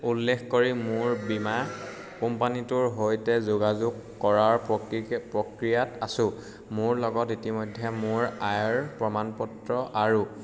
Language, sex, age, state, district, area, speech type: Assamese, male, 18-30, Assam, Sivasagar, rural, read